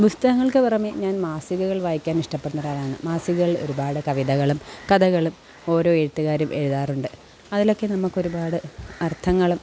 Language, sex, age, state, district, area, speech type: Malayalam, female, 18-30, Kerala, Kollam, urban, spontaneous